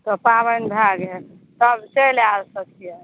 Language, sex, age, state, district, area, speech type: Maithili, female, 30-45, Bihar, Supaul, rural, conversation